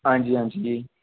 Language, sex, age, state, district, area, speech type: Dogri, male, 18-30, Jammu and Kashmir, Jammu, urban, conversation